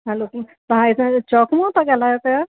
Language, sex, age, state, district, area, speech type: Sindhi, female, 45-60, Uttar Pradesh, Lucknow, urban, conversation